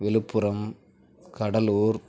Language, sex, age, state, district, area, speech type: Tamil, male, 18-30, Tamil Nadu, Namakkal, rural, spontaneous